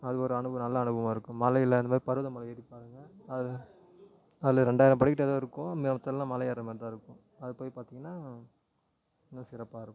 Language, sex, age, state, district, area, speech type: Tamil, male, 18-30, Tamil Nadu, Tiruvannamalai, urban, spontaneous